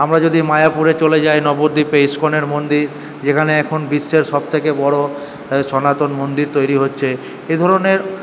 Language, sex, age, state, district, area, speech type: Bengali, male, 30-45, West Bengal, Purba Bardhaman, urban, spontaneous